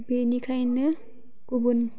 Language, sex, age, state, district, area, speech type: Bodo, female, 18-30, Assam, Baksa, rural, spontaneous